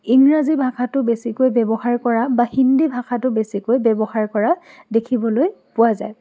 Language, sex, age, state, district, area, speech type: Assamese, female, 18-30, Assam, Dhemaji, rural, spontaneous